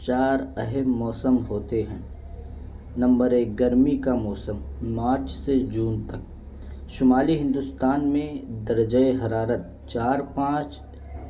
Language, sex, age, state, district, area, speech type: Urdu, male, 18-30, Uttar Pradesh, Balrampur, rural, spontaneous